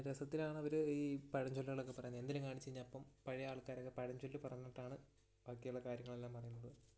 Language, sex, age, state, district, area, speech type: Malayalam, male, 18-30, Kerala, Idukki, rural, spontaneous